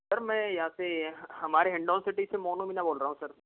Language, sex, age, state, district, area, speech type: Hindi, male, 45-60, Rajasthan, Karauli, rural, conversation